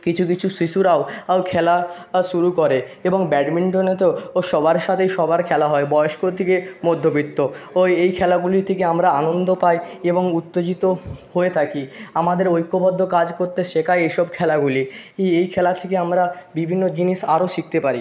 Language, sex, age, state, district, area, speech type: Bengali, male, 45-60, West Bengal, Jhargram, rural, spontaneous